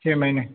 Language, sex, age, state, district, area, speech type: Urdu, male, 18-30, Uttar Pradesh, Siddharthnagar, rural, conversation